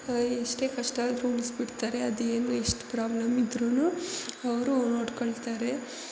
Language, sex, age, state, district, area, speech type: Kannada, female, 30-45, Karnataka, Hassan, urban, spontaneous